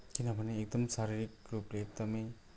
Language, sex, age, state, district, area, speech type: Nepali, male, 45-60, West Bengal, Kalimpong, rural, spontaneous